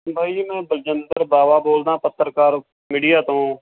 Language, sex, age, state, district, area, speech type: Punjabi, male, 45-60, Punjab, Mansa, rural, conversation